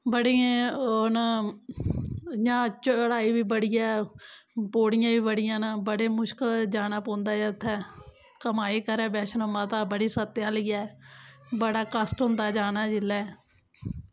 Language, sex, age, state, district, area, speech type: Dogri, female, 30-45, Jammu and Kashmir, Kathua, rural, spontaneous